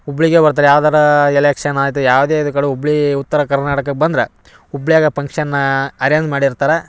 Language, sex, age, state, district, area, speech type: Kannada, male, 18-30, Karnataka, Dharwad, urban, spontaneous